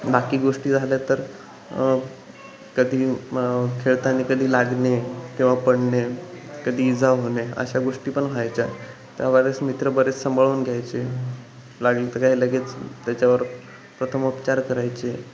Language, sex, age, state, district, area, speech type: Marathi, male, 18-30, Maharashtra, Ratnagiri, rural, spontaneous